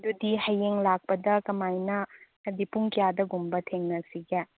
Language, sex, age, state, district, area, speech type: Manipuri, female, 30-45, Manipur, Chandel, rural, conversation